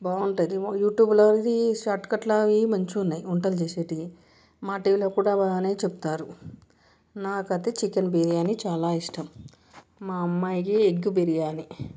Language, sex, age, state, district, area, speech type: Telugu, female, 30-45, Telangana, Medchal, urban, spontaneous